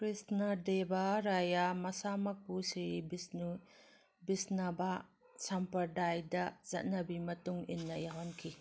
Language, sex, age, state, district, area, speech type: Manipuri, female, 45-60, Manipur, Kangpokpi, urban, read